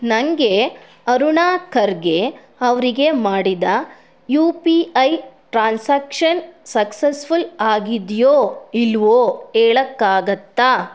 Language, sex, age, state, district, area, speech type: Kannada, female, 30-45, Karnataka, Mandya, rural, read